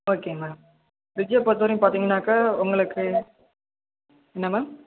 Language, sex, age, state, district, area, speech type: Tamil, male, 18-30, Tamil Nadu, Thanjavur, rural, conversation